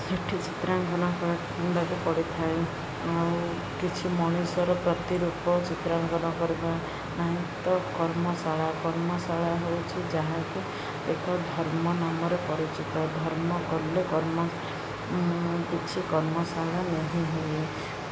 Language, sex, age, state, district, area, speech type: Odia, female, 30-45, Odisha, Ganjam, urban, spontaneous